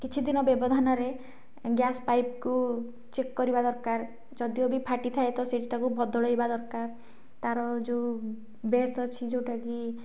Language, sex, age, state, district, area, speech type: Odia, female, 45-60, Odisha, Nayagarh, rural, spontaneous